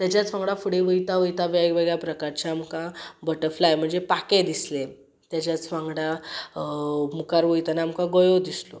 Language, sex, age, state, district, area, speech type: Goan Konkani, female, 18-30, Goa, Ponda, rural, spontaneous